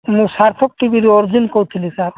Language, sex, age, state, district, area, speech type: Odia, male, 45-60, Odisha, Nabarangpur, rural, conversation